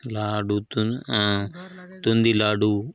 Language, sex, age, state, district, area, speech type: Marathi, male, 30-45, Maharashtra, Hingoli, urban, spontaneous